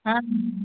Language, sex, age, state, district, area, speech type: Odia, female, 45-60, Odisha, Angul, rural, conversation